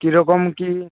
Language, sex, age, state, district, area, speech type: Bengali, male, 60+, West Bengal, Nadia, rural, conversation